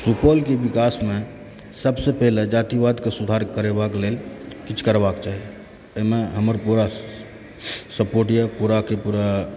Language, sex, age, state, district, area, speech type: Maithili, male, 18-30, Bihar, Supaul, rural, spontaneous